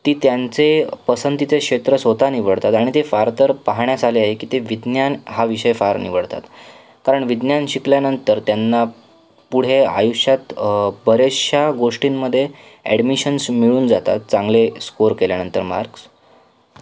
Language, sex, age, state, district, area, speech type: Marathi, male, 18-30, Maharashtra, Sindhudurg, rural, spontaneous